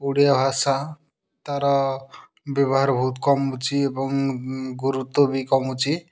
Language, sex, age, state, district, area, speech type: Odia, male, 30-45, Odisha, Kendujhar, urban, spontaneous